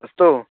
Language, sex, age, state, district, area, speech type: Sanskrit, male, 18-30, Delhi, Central Delhi, urban, conversation